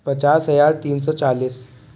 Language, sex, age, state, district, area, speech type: Hindi, male, 30-45, Madhya Pradesh, Bhopal, urban, spontaneous